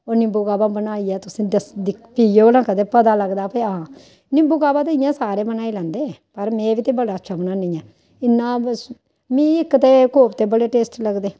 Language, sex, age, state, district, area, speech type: Dogri, female, 45-60, Jammu and Kashmir, Samba, rural, spontaneous